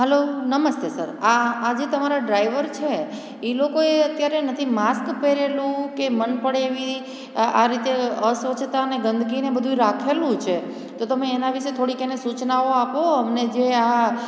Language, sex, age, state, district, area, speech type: Gujarati, female, 45-60, Gujarat, Amreli, urban, spontaneous